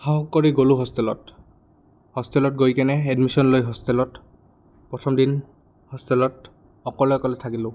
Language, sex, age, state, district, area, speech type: Assamese, male, 18-30, Assam, Goalpara, urban, spontaneous